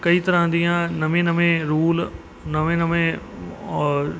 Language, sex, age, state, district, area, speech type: Punjabi, male, 30-45, Punjab, Kapurthala, rural, spontaneous